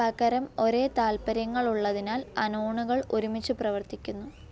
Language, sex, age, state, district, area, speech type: Malayalam, female, 18-30, Kerala, Alappuzha, rural, read